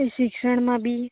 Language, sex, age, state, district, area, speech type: Gujarati, female, 30-45, Gujarat, Narmada, rural, conversation